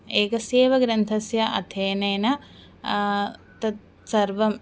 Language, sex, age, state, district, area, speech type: Sanskrit, female, 18-30, Kerala, Thiruvananthapuram, urban, spontaneous